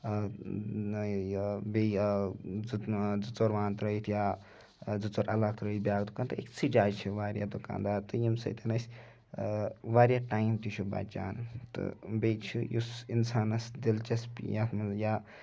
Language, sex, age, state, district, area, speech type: Kashmiri, male, 18-30, Jammu and Kashmir, Ganderbal, rural, spontaneous